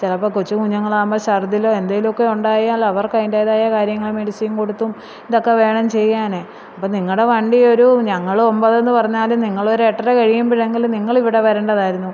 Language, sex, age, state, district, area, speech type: Malayalam, female, 45-60, Kerala, Alappuzha, rural, spontaneous